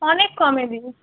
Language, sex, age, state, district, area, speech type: Bengali, female, 18-30, West Bengal, Dakshin Dinajpur, urban, conversation